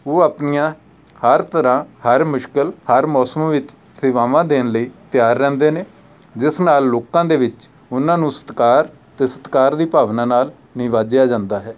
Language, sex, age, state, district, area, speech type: Punjabi, male, 45-60, Punjab, Amritsar, rural, spontaneous